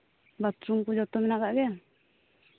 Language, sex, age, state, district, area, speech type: Santali, female, 18-30, West Bengal, Birbhum, rural, conversation